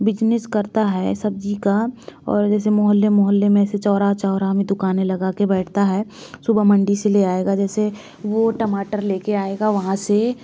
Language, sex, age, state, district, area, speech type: Hindi, female, 30-45, Madhya Pradesh, Bhopal, urban, spontaneous